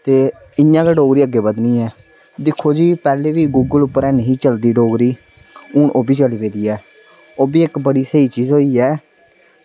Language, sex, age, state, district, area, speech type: Dogri, male, 18-30, Jammu and Kashmir, Samba, rural, spontaneous